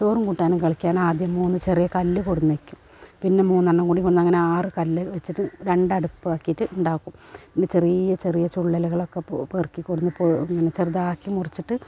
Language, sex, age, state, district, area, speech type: Malayalam, female, 45-60, Kerala, Malappuram, rural, spontaneous